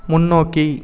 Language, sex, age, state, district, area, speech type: Tamil, male, 18-30, Tamil Nadu, Namakkal, urban, read